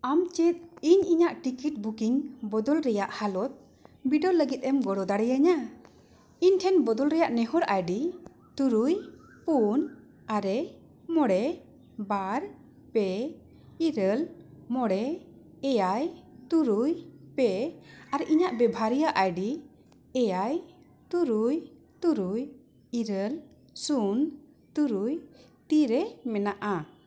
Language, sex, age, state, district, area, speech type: Santali, female, 45-60, Jharkhand, Bokaro, rural, read